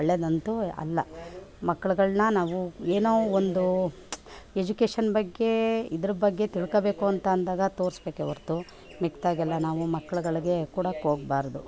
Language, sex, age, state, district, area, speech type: Kannada, female, 45-60, Karnataka, Mandya, urban, spontaneous